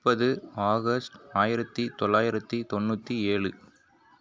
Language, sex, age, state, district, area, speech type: Tamil, male, 45-60, Tamil Nadu, Mayiladuthurai, rural, spontaneous